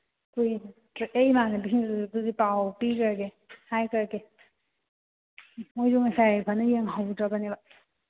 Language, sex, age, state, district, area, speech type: Manipuri, female, 18-30, Manipur, Churachandpur, rural, conversation